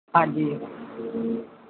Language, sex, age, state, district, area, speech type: Punjabi, male, 18-30, Punjab, Shaheed Bhagat Singh Nagar, rural, conversation